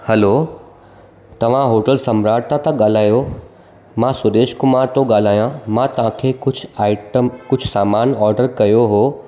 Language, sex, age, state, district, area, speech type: Sindhi, male, 30-45, Gujarat, Surat, urban, spontaneous